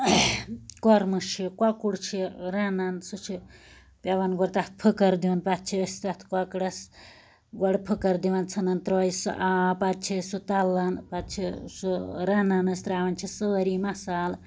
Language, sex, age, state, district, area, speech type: Kashmiri, female, 30-45, Jammu and Kashmir, Anantnag, rural, spontaneous